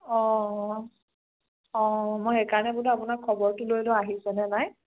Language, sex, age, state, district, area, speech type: Assamese, female, 18-30, Assam, Biswanath, rural, conversation